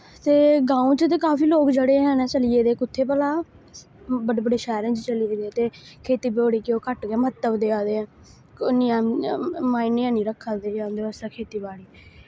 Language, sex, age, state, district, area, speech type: Dogri, female, 18-30, Jammu and Kashmir, Samba, rural, spontaneous